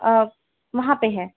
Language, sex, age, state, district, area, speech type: Hindi, female, 18-30, Madhya Pradesh, Chhindwara, urban, conversation